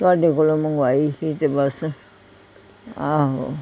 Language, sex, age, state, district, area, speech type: Punjabi, female, 60+, Punjab, Pathankot, rural, spontaneous